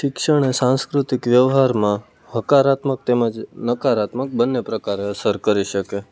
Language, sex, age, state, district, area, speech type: Gujarati, male, 18-30, Gujarat, Rajkot, rural, spontaneous